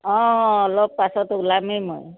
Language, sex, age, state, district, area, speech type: Assamese, female, 60+, Assam, Charaideo, urban, conversation